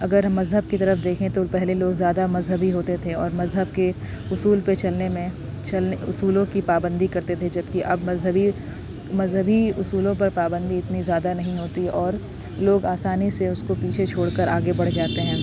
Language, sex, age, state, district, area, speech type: Urdu, female, 30-45, Uttar Pradesh, Aligarh, urban, spontaneous